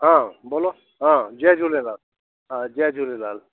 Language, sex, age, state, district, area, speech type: Sindhi, male, 60+, Delhi, South Delhi, urban, conversation